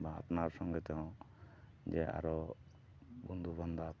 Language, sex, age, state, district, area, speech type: Santali, male, 45-60, West Bengal, Dakshin Dinajpur, rural, spontaneous